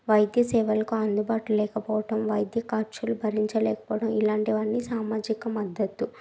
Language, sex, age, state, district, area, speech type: Telugu, female, 30-45, Andhra Pradesh, Krishna, urban, spontaneous